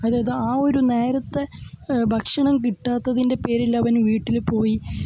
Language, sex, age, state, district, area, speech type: Malayalam, male, 18-30, Kerala, Kasaragod, rural, spontaneous